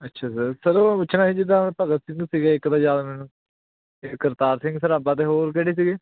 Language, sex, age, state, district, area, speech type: Punjabi, male, 18-30, Punjab, Hoshiarpur, rural, conversation